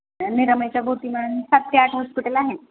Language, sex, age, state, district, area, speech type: Marathi, female, 30-45, Maharashtra, Osmanabad, rural, conversation